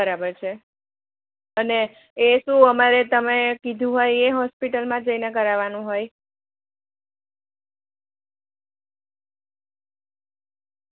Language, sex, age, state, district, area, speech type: Gujarati, female, 30-45, Gujarat, Kheda, urban, conversation